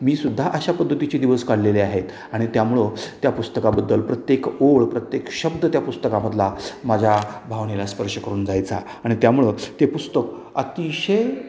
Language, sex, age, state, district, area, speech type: Marathi, male, 60+, Maharashtra, Satara, urban, spontaneous